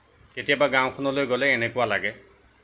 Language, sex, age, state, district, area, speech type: Assamese, male, 60+, Assam, Nagaon, rural, spontaneous